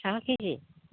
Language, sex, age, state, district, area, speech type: Bodo, female, 45-60, Assam, Kokrajhar, rural, conversation